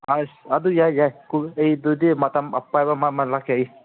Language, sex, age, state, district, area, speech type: Manipuri, male, 18-30, Manipur, Senapati, rural, conversation